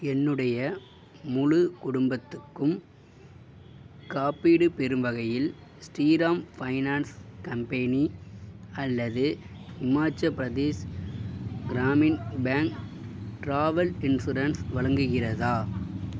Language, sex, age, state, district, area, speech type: Tamil, male, 60+, Tamil Nadu, Sivaganga, urban, read